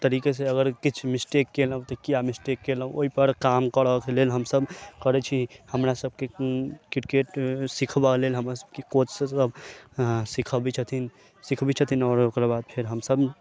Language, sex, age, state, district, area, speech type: Maithili, male, 30-45, Bihar, Sitamarhi, rural, spontaneous